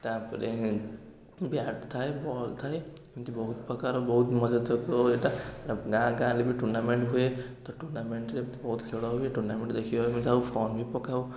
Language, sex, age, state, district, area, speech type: Odia, male, 18-30, Odisha, Puri, urban, spontaneous